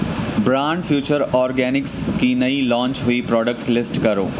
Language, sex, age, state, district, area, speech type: Urdu, male, 18-30, Uttar Pradesh, Mau, urban, read